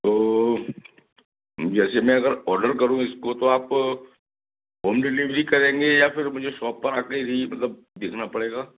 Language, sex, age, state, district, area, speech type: Hindi, male, 30-45, Madhya Pradesh, Gwalior, rural, conversation